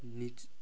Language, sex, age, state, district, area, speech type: Odia, male, 18-30, Odisha, Nabarangpur, urban, spontaneous